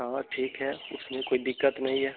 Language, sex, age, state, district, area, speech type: Hindi, male, 18-30, Bihar, Begusarai, urban, conversation